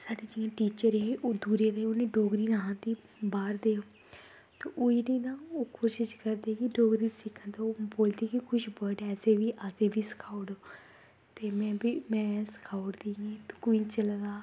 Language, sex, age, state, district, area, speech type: Dogri, female, 18-30, Jammu and Kashmir, Kathua, rural, spontaneous